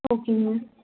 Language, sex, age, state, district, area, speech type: Tamil, female, 18-30, Tamil Nadu, Nilgiris, rural, conversation